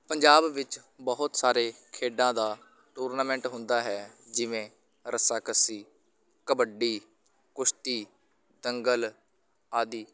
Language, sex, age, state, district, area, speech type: Punjabi, male, 18-30, Punjab, Shaheed Bhagat Singh Nagar, urban, spontaneous